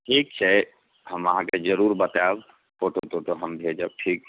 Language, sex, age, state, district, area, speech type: Maithili, male, 30-45, Bihar, Muzaffarpur, urban, conversation